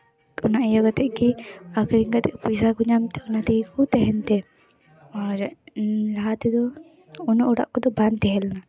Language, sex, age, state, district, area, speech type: Santali, female, 18-30, West Bengal, Paschim Bardhaman, rural, spontaneous